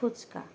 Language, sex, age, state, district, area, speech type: Bengali, female, 30-45, West Bengal, Howrah, urban, spontaneous